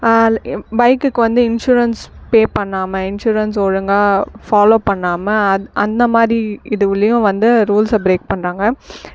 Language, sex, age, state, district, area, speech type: Tamil, female, 45-60, Tamil Nadu, Viluppuram, urban, spontaneous